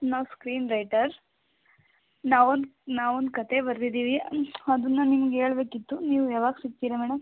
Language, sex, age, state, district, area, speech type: Kannada, female, 60+, Karnataka, Tumkur, rural, conversation